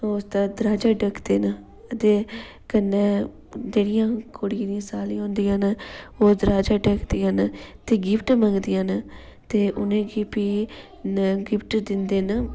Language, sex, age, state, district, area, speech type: Dogri, female, 18-30, Jammu and Kashmir, Udhampur, rural, spontaneous